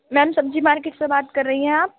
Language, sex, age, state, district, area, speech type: Urdu, female, 45-60, Delhi, Central Delhi, rural, conversation